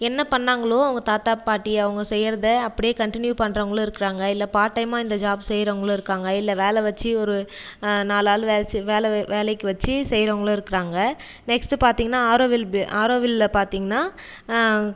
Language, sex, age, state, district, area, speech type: Tamil, female, 30-45, Tamil Nadu, Viluppuram, rural, spontaneous